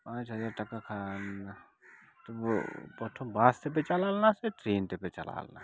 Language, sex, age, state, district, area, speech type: Santali, male, 30-45, West Bengal, Dakshin Dinajpur, rural, spontaneous